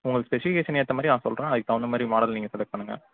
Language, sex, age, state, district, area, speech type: Tamil, male, 18-30, Tamil Nadu, Mayiladuthurai, rural, conversation